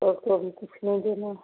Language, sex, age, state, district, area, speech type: Hindi, female, 60+, Bihar, Begusarai, rural, conversation